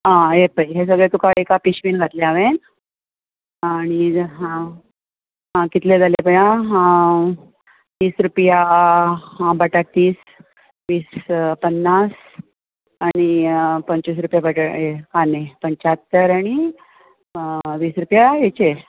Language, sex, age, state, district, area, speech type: Goan Konkani, female, 45-60, Goa, Bardez, rural, conversation